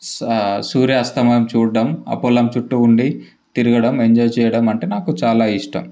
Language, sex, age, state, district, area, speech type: Telugu, male, 18-30, Telangana, Ranga Reddy, urban, spontaneous